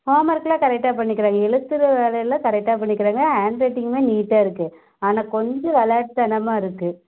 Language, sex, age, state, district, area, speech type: Tamil, female, 18-30, Tamil Nadu, Namakkal, rural, conversation